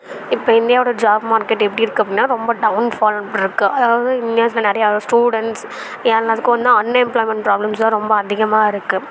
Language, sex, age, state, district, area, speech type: Tamil, female, 18-30, Tamil Nadu, Karur, rural, spontaneous